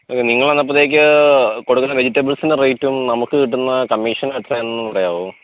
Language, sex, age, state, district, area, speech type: Malayalam, male, 30-45, Kerala, Pathanamthitta, rural, conversation